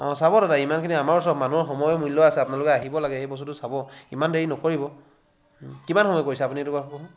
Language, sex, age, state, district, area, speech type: Assamese, male, 60+, Assam, Charaideo, rural, spontaneous